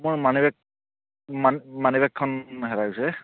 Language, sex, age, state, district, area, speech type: Assamese, male, 30-45, Assam, Barpeta, rural, conversation